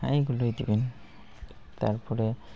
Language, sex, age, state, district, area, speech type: Bengali, male, 18-30, West Bengal, Malda, urban, spontaneous